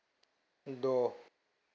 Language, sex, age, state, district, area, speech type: Bodo, male, 30-45, Assam, Kokrajhar, rural, read